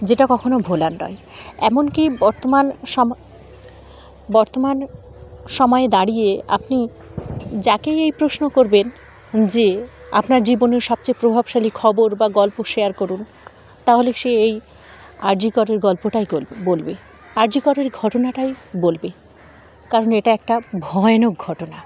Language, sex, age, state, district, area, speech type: Bengali, female, 30-45, West Bengal, Dakshin Dinajpur, urban, spontaneous